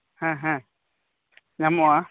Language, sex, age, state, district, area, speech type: Santali, male, 30-45, West Bengal, Birbhum, rural, conversation